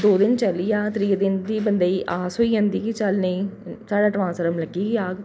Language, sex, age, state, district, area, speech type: Dogri, female, 30-45, Jammu and Kashmir, Jammu, urban, spontaneous